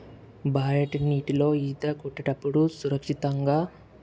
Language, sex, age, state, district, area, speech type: Telugu, male, 18-30, Telangana, Medak, rural, spontaneous